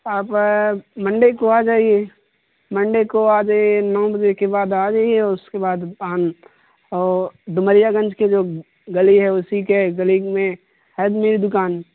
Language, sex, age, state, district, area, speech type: Urdu, male, 18-30, Uttar Pradesh, Siddharthnagar, rural, conversation